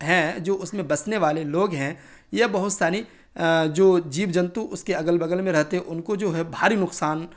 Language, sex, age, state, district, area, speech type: Urdu, male, 30-45, Bihar, Darbhanga, rural, spontaneous